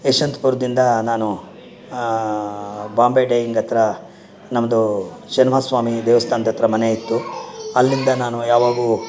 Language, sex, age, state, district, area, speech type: Kannada, male, 60+, Karnataka, Bangalore Urban, rural, spontaneous